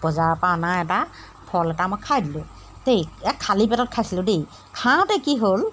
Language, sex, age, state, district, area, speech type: Assamese, female, 45-60, Assam, Golaghat, rural, spontaneous